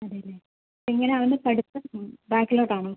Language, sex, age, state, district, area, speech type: Malayalam, female, 18-30, Kerala, Palakkad, urban, conversation